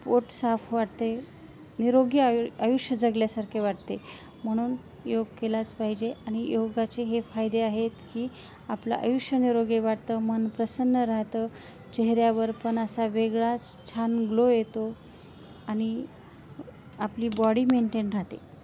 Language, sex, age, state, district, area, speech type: Marathi, female, 30-45, Maharashtra, Osmanabad, rural, spontaneous